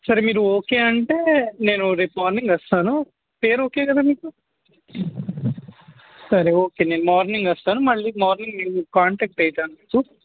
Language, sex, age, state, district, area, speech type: Telugu, male, 18-30, Telangana, Warangal, rural, conversation